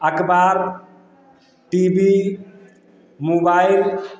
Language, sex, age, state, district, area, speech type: Hindi, male, 45-60, Uttar Pradesh, Lucknow, rural, spontaneous